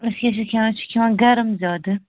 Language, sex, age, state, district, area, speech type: Kashmiri, female, 18-30, Jammu and Kashmir, Anantnag, rural, conversation